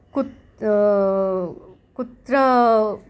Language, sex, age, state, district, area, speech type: Sanskrit, female, 45-60, Telangana, Hyderabad, urban, spontaneous